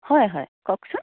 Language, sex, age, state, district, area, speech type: Assamese, female, 45-60, Assam, Dibrugarh, rural, conversation